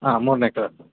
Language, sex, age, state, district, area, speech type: Kannada, male, 18-30, Karnataka, Mandya, urban, conversation